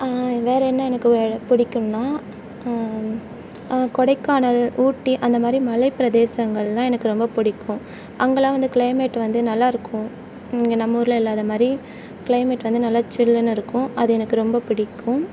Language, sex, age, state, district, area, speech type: Tamil, female, 18-30, Tamil Nadu, Tiruvarur, rural, spontaneous